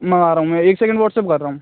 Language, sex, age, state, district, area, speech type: Hindi, male, 18-30, Rajasthan, Bharatpur, rural, conversation